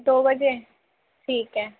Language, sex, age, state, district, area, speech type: Urdu, female, 18-30, Uttar Pradesh, Gautam Buddha Nagar, rural, conversation